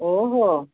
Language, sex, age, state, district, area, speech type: Sanskrit, female, 60+, Karnataka, Mysore, urban, conversation